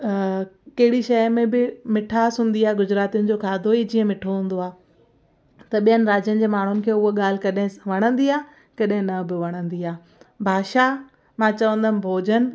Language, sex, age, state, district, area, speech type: Sindhi, female, 30-45, Gujarat, Kutch, urban, spontaneous